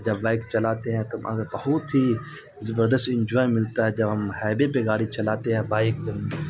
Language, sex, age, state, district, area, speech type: Urdu, male, 30-45, Bihar, Supaul, rural, spontaneous